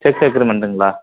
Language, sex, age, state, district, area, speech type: Tamil, male, 18-30, Tamil Nadu, Kallakurichi, rural, conversation